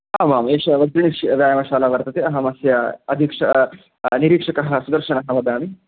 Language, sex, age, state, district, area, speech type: Sanskrit, male, 18-30, Karnataka, Chikkamagaluru, rural, conversation